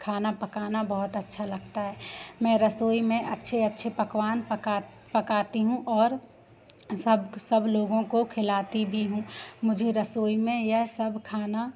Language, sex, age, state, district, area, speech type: Hindi, female, 18-30, Madhya Pradesh, Seoni, urban, spontaneous